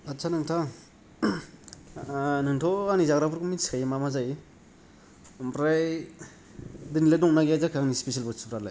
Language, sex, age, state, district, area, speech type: Bodo, male, 30-45, Assam, Kokrajhar, rural, spontaneous